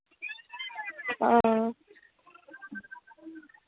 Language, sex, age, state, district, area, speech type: Dogri, female, 18-30, Jammu and Kashmir, Reasi, rural, conversation